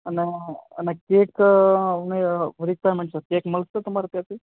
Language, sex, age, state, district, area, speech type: Gujarati, male, 18-30, Gujarat, Ahmedabad, urban, conversation